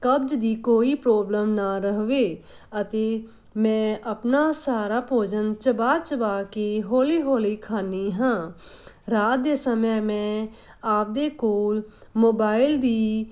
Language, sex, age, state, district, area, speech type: Punjabi, female, 30-45, Punjab, Muktsar, urban, spontaneous